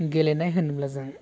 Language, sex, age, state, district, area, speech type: Bodo, male, 18-30, Assam, Baksa, rural, spontaneous